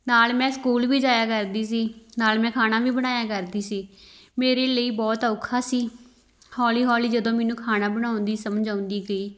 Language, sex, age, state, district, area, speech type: Punjabi, female, 18-30, Punjab, Tarn Taran, rural, spontaneous